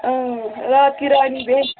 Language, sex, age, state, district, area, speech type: Kashmiri, female, 30-45, Jammu and Kashmir, Ganderbal, rural, conversation